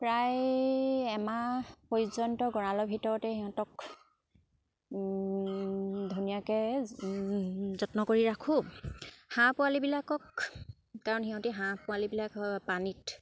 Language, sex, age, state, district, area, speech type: Assamese, female, 30-45, Assam, Sivasagar, rural, spontaneous